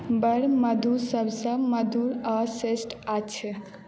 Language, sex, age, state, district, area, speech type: Maithili, male, 18-30, Bihar, Madhubani, rural, read